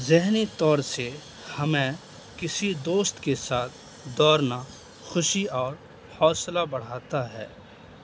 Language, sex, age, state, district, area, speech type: Urdu, male, 18-30, Bihar, Madhubani, rural, spontaneous